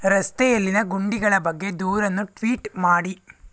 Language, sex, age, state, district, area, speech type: Kannada, male, 45-60, Karnataka, Tumkur, rural, read